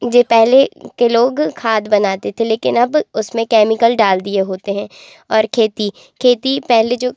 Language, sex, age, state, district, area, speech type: Hindi, female, 18-30, Madhya Pradesh, Jabalpur, urban, spontaneous